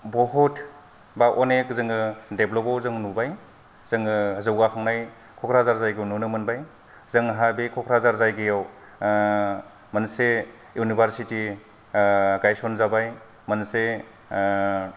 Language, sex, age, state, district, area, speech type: Bodo, male, 30-45, Assam, Kokrajhar, rural, spontaneous